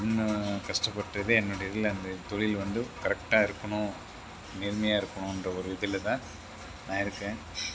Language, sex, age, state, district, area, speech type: Tamil, male, 60+, Tamil Nadu, Tiruvarur, rural, spontaneous